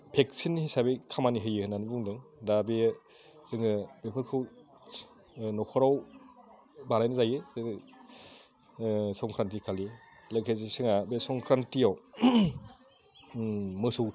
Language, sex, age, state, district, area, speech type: Bodo, male, 30-45, Assam, Udalguri, urban, spontaneous